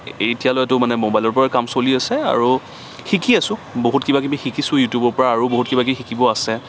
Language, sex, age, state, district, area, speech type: Assamese, male, 18-30, Assam, Kamrup Metropolitan, urban, spontaneous